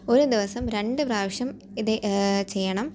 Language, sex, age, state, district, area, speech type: Malayalam, female, 18-30, Kerala, Thiruvananthapuram, urban, spontaneous